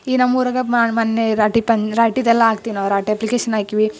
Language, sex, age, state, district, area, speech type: Kannada, female, 18-30, Karnataka, Koppal, rural, spontaneous